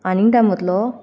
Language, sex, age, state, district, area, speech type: Goan Konkani, female, 18-30, Goa, Ponda, rural, spontaneous